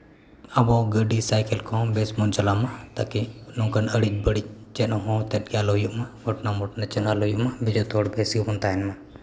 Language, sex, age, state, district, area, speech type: Santali, male, 18-30, Jharkhand, East Singhbhum, rural, spontaneous